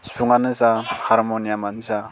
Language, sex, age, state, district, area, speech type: Bodo, male, 18-30, Assam, Baksa, rural, spontaneous